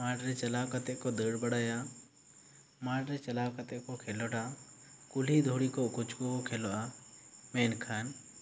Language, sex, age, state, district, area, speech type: Santali, male, 18-30, West Bengal, Bankura, rural, spontaneous